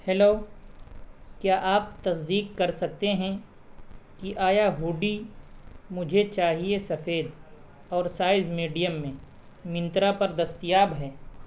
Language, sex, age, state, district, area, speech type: Urdu, male, 18-30, Bihar, Purnia, rural, read